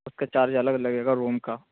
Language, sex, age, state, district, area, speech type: Urdu, male, 18-30, Uttar Pradesh, Saharanpur, urban, conversation